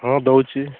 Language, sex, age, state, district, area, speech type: Odia, male, 30-45, Odisha, Kalahandi, rural, conversation